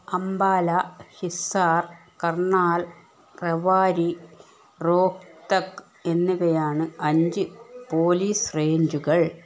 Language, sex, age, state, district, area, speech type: Malayalam, female, 60+, Kerala, Wayanad, rural, read